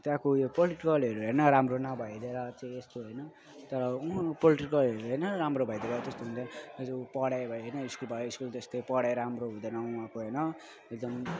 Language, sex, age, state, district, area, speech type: Nepali, male, 18-30, West Bengal, Alipurduar, urban, spontaneous